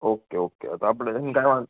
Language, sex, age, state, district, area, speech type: Gujarati, male, 18-30, Gujarat, Junagadh, urban, conversation